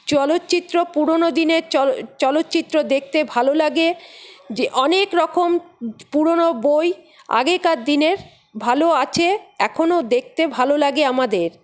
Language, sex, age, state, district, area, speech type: Bengali, female, 45-60, West Bengal, Paschim Bardhaman, urban, spontaneous